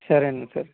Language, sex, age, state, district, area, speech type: Telugu, male, 18-30, Andhra Pradesh, N T Rama Rao, urban, conversation